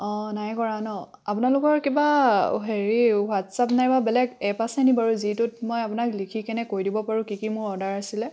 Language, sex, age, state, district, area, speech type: Assamese, female, 18-30, Assam, Charaideo, rural, spontaneous